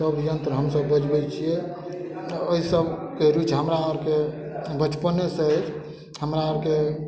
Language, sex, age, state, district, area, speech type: Maithili, male, 45-60, Bihar, Madhubani, rural, spontaneous